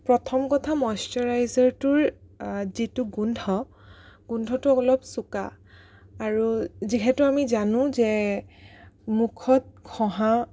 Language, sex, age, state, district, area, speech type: Assamese, female, 18-30, Assam, Sonitpur, rural, spontaneous